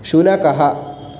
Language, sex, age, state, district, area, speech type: Sanskrit, male, 18-30, Karnataka, Uttara Kannada, rural, read